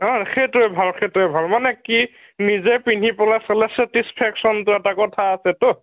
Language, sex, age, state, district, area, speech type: Assamese, male, 18-30, Assam, Nagaon, rural, conversation